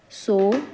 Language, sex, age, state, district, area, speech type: Punjabi, female, 30-45, Punjab, Amritsar, urban, spontaneous